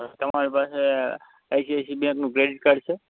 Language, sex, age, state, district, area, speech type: Gujarati, male, 18-30, Gujarat, Morbi, rural, conversation